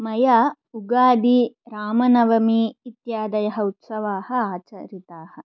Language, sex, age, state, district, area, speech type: Sanskrit, other, 18-30, Andhra Pradesh, Chittoor, urban, spontaneous